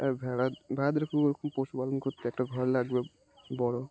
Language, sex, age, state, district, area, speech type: Bengali, male, 18-30, West Bengal, Uttar Dinajpur, urban, spontaneous